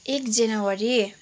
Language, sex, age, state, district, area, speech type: Nepali, female, 18-30, West Bengal, Kalimpong, rural, spontaneous